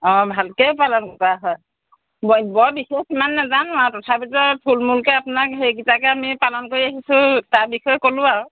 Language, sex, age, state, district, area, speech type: Assamese, female, 45-60, Assam, Jorhat, urban, conversation